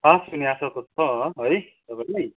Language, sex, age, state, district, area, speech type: Nepali, male, 45-60, West Bengal, Kalimpong, rural, conversation